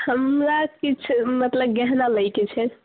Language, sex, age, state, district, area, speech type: Maithili, female, 18-30, Bihar, Samastipur, urban, conversation